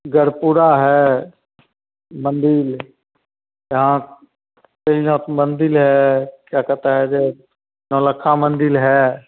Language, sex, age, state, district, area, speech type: Hindi, male, 45-60, Bihar, Begusarai, urban, conversation